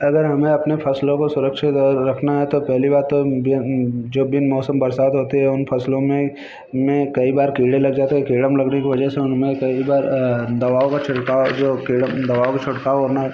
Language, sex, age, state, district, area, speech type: Hindi, male, 30-45, Uttar Pradesh, Mirzapur, urban, spontaneous